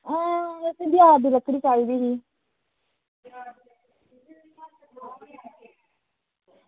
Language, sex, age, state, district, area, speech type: Dogri, female, 60+, Jammu and Kashmir, Reasi, rural, conversation